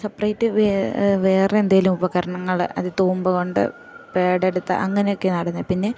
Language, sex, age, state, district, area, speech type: Malayalam, female, 18-30, Kerala, Idukki, rural, spontaneous